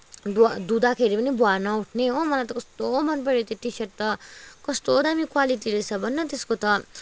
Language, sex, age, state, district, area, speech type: Nepali, female, 18-30, West Bengal, Kalimpong, rural, spontaneous